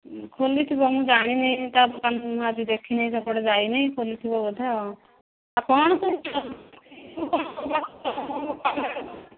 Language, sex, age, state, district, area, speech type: Odia, female, 45-60, Odisha, Angul, rural, conversation